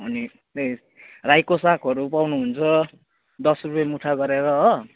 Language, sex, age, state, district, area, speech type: Nepali, male, 18-30, West Bengal, Kalimpong, rural, conversation